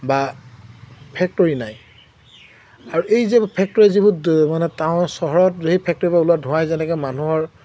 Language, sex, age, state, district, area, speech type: Assamese, male, 30-45, Assam, Golaghat, urban, spontaneous